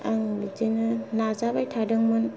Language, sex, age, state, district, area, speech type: Bodo, female, 18-30, Assam, Kokrajhar, rural, spontaneous